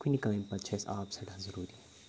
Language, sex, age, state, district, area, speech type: Kashmiri, male, 18-30, Jammu and Kashmir, Ganderbal, rural, spontaneous